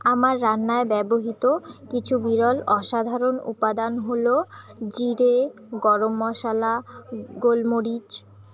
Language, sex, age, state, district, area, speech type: Bengali, female, 18-30, West Bengal, Jalpaiguri, rural, spontaneous